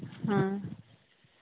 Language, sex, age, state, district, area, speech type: Santali, female, 18-30, West Bengal, Malda, rural, conversation